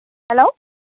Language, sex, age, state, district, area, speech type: Assamese, female, 60+, Assam, Lakhimpur, urban, conversation